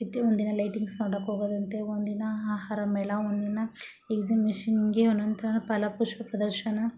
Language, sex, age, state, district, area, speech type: Kannada, female, 45-60, Karnataka, Mysore, rural, spontaneous